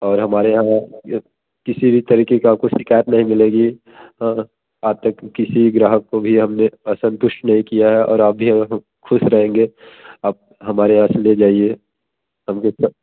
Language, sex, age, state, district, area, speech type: Hindi, male, 30-45, Uttar Pradesh, Bhadohi, rural, conversation